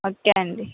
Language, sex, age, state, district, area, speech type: Telugu, female, 18-30, Andhra Pradesh, Nellore, rural, conversation